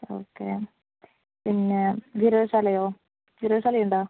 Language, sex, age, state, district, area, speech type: Malayalam, female, 30-45, Kerala, Palakkad, urban, conversation